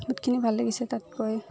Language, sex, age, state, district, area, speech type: Assamese, female, 18-30, Assam, Udalguri, rural, spontaneous